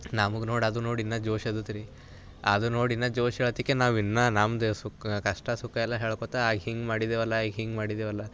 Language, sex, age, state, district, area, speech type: Kannada, male, 18-30, Karnataka, Bidar, urban, spontaneous